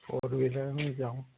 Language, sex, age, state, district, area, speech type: Marathi, male, 30-45, Maharashtra, Nagpur, rural, conversation